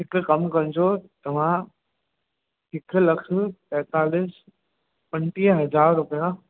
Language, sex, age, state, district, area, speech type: Sindhi, male, 18-30, Rajasthan, Ajmer, rural, conversation